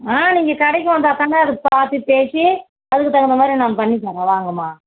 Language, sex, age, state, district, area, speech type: Tamil, female, 45-60, Tamil Nadu, Kallakurichi, rural, conversation